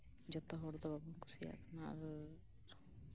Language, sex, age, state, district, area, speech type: Santali, female, 30-45, West Bengal, Birbhum, rural, spontaneous